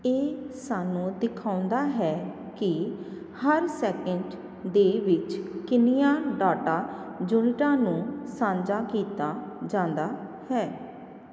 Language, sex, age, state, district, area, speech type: Punjabi, female, 30-45, Punjab, Jalandhar, rural, read